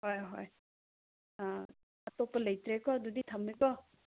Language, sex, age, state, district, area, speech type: Manipuri, female, 18-30, Manipur, Kangpokpi, urban, conversation